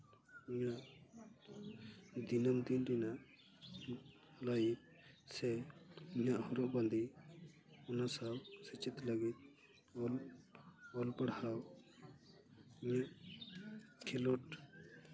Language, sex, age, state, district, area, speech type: Santali, male, 18-30, West Bengal, Paschim Bardhaman, rural, spontaneous